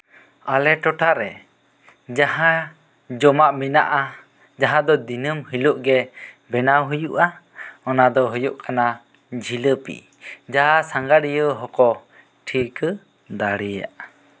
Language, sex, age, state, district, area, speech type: Santali, male, 18-30, West Bengal, Bankura, rural, spontaneous